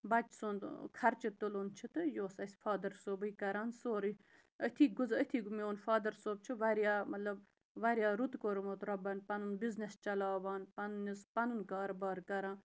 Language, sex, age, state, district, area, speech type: Kashmiri, female, 30-45, Jammu and Kashmir, Bandipora, rural, spontaneous